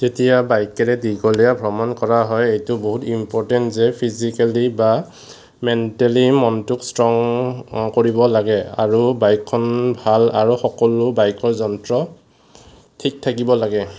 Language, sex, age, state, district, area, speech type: Assamese, male, 18-30, Assam, Morigaon, rural, spontaneous